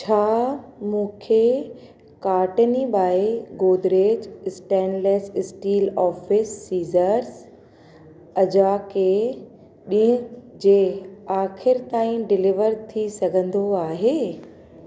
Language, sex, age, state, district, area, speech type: Sindhi, female, 30-45, Uttar Pradesh, Lucknow, urban, read